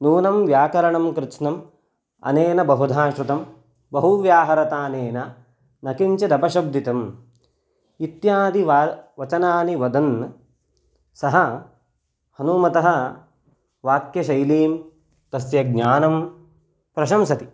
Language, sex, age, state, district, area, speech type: Sanskrit, male, 18-30, Karnataka, Chitradurga, rural, spontaneous